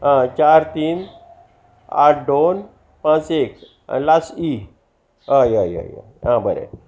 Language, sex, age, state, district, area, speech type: Goan Konkani, male, 60+, Goa, Salcete, rural, spontaneous